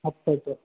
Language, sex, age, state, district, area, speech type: Kannada, male, 30-45, Karnataka, Belgaum, urban, conversation